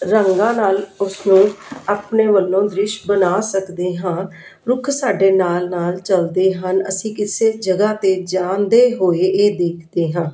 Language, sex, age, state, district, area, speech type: Punjabi, female, 45-60, Punjab, Jalandhar, urban, spontaneous